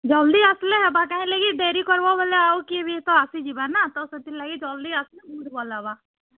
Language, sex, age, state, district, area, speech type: Odia, female, 60+, Odisha, Boudh, rural, conversation